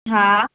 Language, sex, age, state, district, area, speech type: Sindhi, female, 18-30, Gujarat, Kutch, urban, conversation